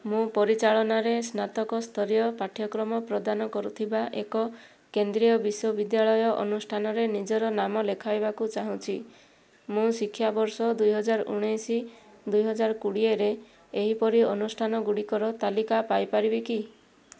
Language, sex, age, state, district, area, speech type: Odia, female, 60+, Odisha, Kandhamal, rural, read